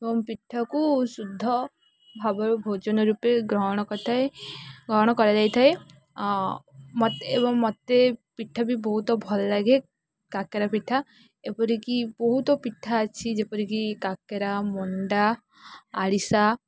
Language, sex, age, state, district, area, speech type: Odia, female, 18-30, Odisha, Ganjam, urban, spontaneous